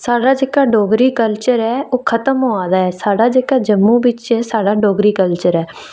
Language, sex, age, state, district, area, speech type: Dogri, female, 18-30, Jammu and Kashmir, Reasi, rural, spontaneous